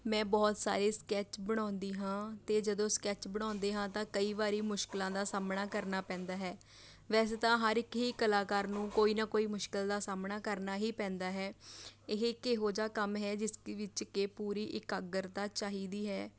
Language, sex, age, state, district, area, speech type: Punjabi, female, 18-30, Punjab, Mohali, rural, spontaneous